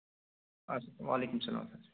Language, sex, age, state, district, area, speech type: Kashmiri, male, 18-30, Jammu and Kashmir, Pulwama, rural, conversation